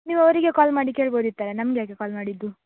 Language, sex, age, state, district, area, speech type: Kannada, female, 18-30, Karnataka, Dakshina Kannada, rural, conversation